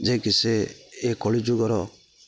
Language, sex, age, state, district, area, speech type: Odia, male, 30-45, Odisha, Jagatsinghpur, rural, spontaneous